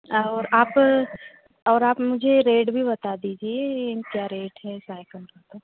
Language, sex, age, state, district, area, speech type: Hindi, female, 30-45, Madhya Pradesh, Bhopal, urban, conversation